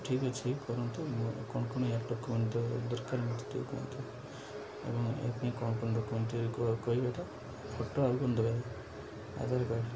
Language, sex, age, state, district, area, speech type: Odia, male, 45-60, Odisha, Koraput, urban, spontaneous